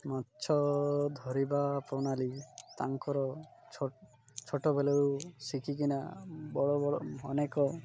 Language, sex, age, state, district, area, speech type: Odia, male, 30-45, Odisha, Malkangiri, urban, spontaneous